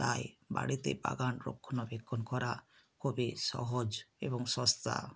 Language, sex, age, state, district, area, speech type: Bengali, female, 60+, West Bengal, South 24 Parganas, rural, spontaneous